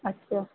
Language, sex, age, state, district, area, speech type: Sindhi, female, 30-45, Madhya Pradesh, Katni, rural, conversation